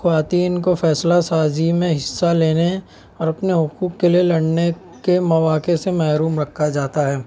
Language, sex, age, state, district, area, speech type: Urdu, male, 18-30, Maharashtra, Nashik, urban, spontaneous